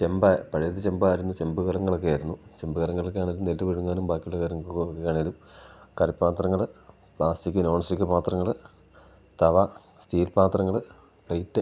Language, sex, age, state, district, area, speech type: Malayalam, male, 45-60, Kerala, Idukki, rural, spontaneous